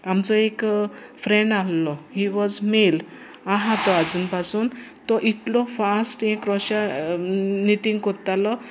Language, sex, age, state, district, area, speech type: Goan Konkani, female, 60+, Goa, Sanguem, rural, spontaneous